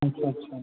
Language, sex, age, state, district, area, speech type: Hindi, male, 60+, Rajasthan, Jodhpur, rural, conversation